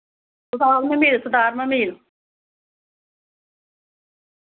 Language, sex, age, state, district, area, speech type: Dogri, female, 45-60, Jammu and Kashmir, Samba, rural, conversation